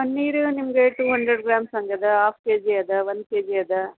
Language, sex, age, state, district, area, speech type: Kannada, female, 45-60, Karnataka, Dharwad, urban, conversation